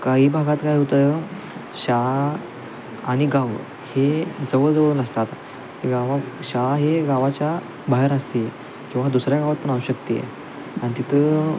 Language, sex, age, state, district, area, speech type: Marathi, male, 18-30, Maharashtra, Sangli, urban, spontaneous